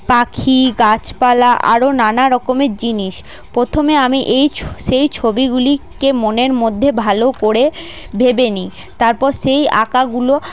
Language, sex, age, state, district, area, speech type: Bengali, female, 30-45, West Bengal, Paschim Bardhaman, urban, spontaneous